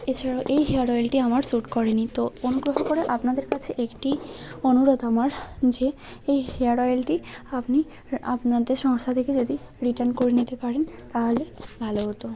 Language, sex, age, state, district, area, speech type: Bengali, female, 30-45, West Bengal, Hooghly, urban, spontaneous